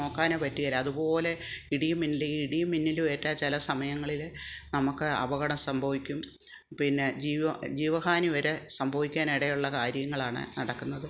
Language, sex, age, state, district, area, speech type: Malayalam, female, 60+, Kerala, Kottayam, rural, spontaneous